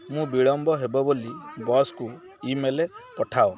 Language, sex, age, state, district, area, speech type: Odia, male, 30-45, Odisha, Jagatsinghpur, urban, read